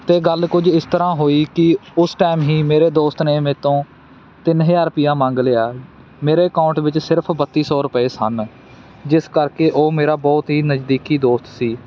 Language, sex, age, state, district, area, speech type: Punjabi, male, 18-30, Punjab, Fatehgarh Sahib, rural, spontaneous